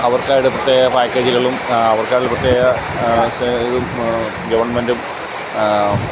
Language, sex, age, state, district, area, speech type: Malayalam, male, 30-45, Kerala, Alappuzha, rural, spontaneous